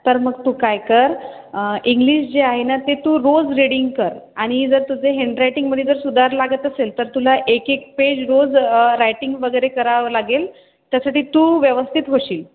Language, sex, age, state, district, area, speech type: Marathi, female, 30-45, Maharashtra, Nagpur, rural, conversation